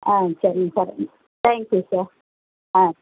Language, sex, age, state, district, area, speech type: Tamil, female, 60+, Tamil Nadu, Madurai, rural, conversation